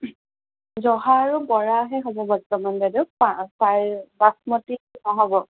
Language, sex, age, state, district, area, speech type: Assamese, female, 30-45, Assam, Golaghat, urban, conversation